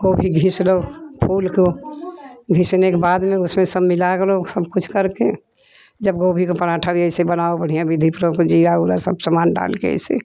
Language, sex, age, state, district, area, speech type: Hindi, female, 60+, Uttar Pradesh, Jaunpur, urban, spontaneous